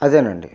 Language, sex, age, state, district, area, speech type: Telugu, male, 30-45, Andhra Pradesh, Nellore, rural, spontaneous